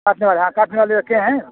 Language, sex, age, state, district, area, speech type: Hindi, male, 45-60, Uttar Pradesh, Azamgarh, rural, conversation